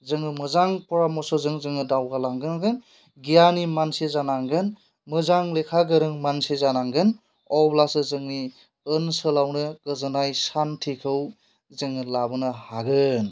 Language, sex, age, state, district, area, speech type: Bodo, male, 18-30, Assam, Chirang, rural, spontaneous